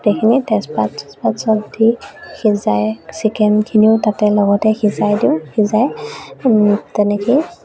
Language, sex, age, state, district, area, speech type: Assamese, female, 45-60, Assam, Charaideo, urban, spontaneous